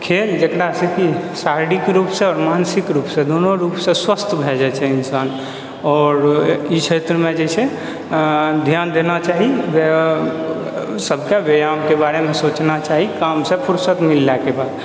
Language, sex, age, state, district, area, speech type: Maithili, male, 30-45, Bihar, Purnia, rural, spontaneous